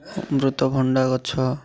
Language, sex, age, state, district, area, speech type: Odia, male, 18-30, Odisha, Malkangiri, urban, spontaneous